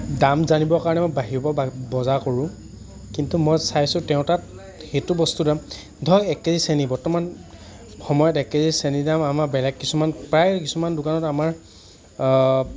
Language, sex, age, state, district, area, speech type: Assamese, male, 45-60, Assam, Lakhimpur, rural, spontaneous